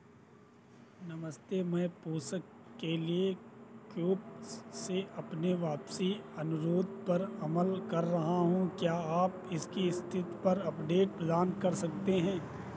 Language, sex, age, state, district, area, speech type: Hindi, male, 30-45, Uttar Pradesh, Sitapur, rural, read